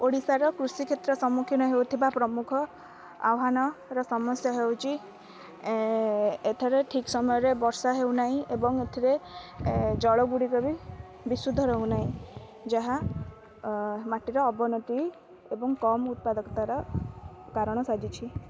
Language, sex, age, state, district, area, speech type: Odia, female, 18-30, Odisha, Kendrapara, urban, spontaneous